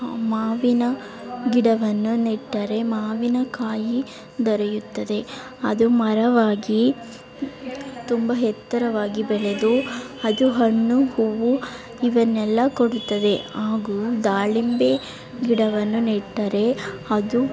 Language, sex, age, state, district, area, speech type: Kannada, female, 18-30, Karnataka, Chamarajanagar, urban, spontaneous